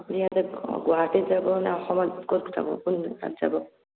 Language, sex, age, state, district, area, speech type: Assamese, male, 18-30, Assam, Morigaon, rural, conversation